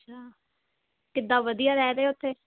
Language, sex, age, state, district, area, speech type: Punjabi, female, 18-30, Punjab, Hoshiarpur, rural, conversation